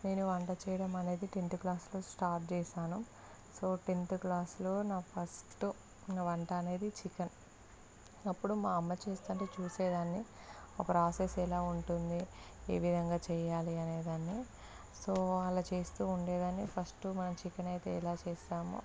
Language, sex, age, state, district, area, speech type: Telugu, female, 18-30, Andhra Pradesh, Visakhapatnam, urban, spontaneous